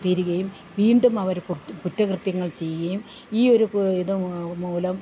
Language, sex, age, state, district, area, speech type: Malayalam, female, 45-60, Kerala, Idukki, rural, spontaneous